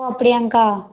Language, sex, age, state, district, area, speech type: Tamil, female, 18-30, Tamil Nadu, Tiruppur, rural, conversation